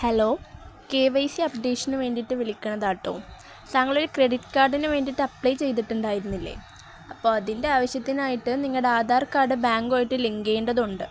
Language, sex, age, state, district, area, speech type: Malayalam, female, 18-30, Kerala, Kozhikode, rural, spontaneous